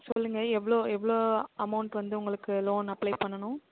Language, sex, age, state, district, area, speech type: Tamil, female, 18-30, Tamil Nadu, Mayiladuthurai, urban, conversation